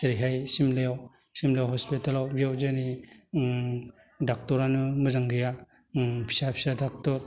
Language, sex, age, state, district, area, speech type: Bodo, male, 45-60, Assam, Baksa, urban, spontaneous